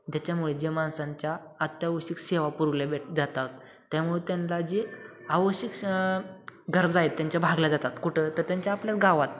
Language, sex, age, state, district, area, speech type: Marathi, male, 18-30, Maharashtra, Satara, urban, spontaneous